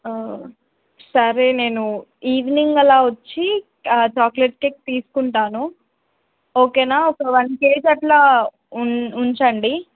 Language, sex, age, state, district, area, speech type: Telugu, female, 18-30, Telangana, Warangal, rural, conversation